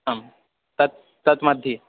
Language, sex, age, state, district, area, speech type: Sanskrit, male, 18-30, Odisha, Balangir, rural, conversation